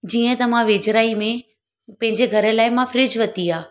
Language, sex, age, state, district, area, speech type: Sindhi, female, 30-45, Gujarat, Surat, urban, spontaneous